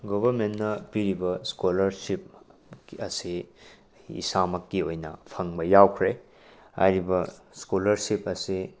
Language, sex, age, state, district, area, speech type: Manipuri, male, 18-30, Manipur, Tengnoupal, rural, spontaneous